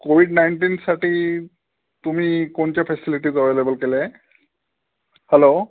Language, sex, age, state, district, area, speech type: Marathi, male, 30-45, Maharashtra, Amravati, rural, conversation